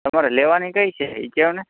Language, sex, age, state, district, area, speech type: Gujarati, male, 18-30, Gujarat, Morbi, rural, conversation